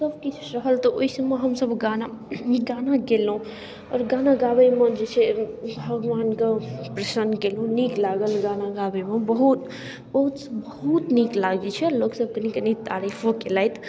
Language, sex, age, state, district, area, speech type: Maithili, female, 18-30, Bihar, Darbhanga, rural, spontaneous